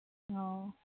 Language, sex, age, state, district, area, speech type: Manipuri, female, 45-60, Manipur, Kangpokpi, urban, conversation